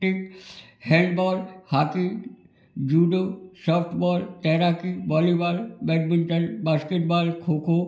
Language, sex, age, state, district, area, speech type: Hindi, male, 60+, Madhya Pradesh, Gwalior, rural, spontaneous